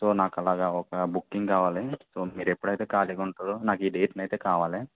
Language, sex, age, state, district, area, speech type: Telugu, male, 18-30, Andhra Pradesh, West Godavari, rural, conversation